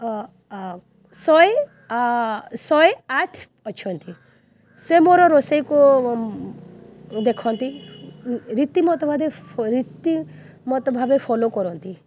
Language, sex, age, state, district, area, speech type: Odia, female, 30-45, Odisha, Kendrapara, urban, spontaneous